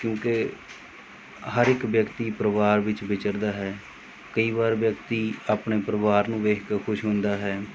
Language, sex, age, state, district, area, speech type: Punjabi, male, 45-60, Punjab, Mohali, rural, spontaneous